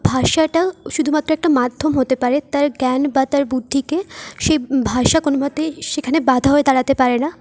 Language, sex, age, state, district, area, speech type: Bengali, female, 18-30, West Bengal, Jhargram, rural, spontaneous